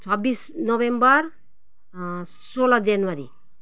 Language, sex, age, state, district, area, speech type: Nepali, female, 45-60, West Bengal, Jalpaiguri, urban, spontaneous